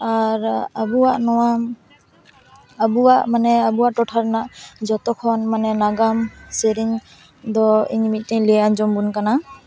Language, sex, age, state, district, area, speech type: Santali, female, 18-30, West Bengal, Purba Bardhaman, rural, spontaneous